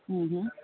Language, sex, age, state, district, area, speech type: Sanskrit, female, 45-60, Maharashtra, Pune, urban, conversation